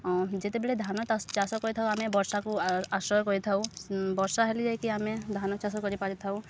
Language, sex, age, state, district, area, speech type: Odia, female, 18-30, Odisha, Subarnapur, urban, spontaneous